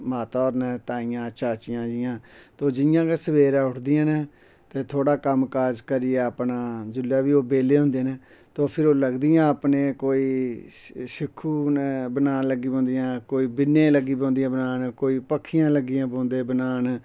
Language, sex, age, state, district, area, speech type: Dogri, male, 45-60, Jammu and Kashmir, Samba, rural, spontaneous